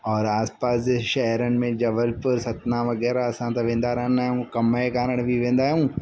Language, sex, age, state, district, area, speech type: Sindhi, male, 45-60, Madhya Pradesh, Katni, urban, spontaneous